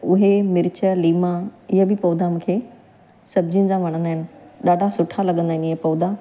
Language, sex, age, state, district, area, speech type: Sindhi, female, 45-60, Gujarat, Surat, urban, spontaneous